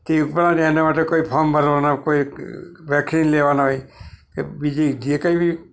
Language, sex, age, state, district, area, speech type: Gujarati, male, 60+, Gujarat, Narmada, urban, spontaneous